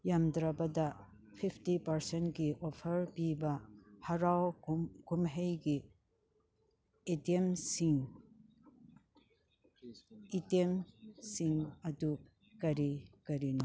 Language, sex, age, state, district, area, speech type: Manipuri, female, 60+, Manipur, Churachandpur, rural, read